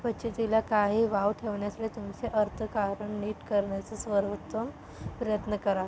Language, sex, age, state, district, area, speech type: Marathi, female, 18-30, Maharashtra, Thane, urban, read